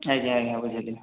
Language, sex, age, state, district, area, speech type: Odia, male, 18-30, Odisha, Dhenkanal, rural, conversation